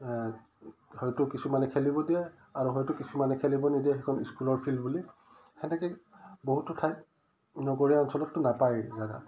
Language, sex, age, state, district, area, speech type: Assamese, male, 45-60, Assam, Udalguri, rural, spontaneous